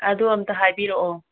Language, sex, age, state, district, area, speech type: Manipuri, female, 60+, Manipur, Thoubal, rural, conversation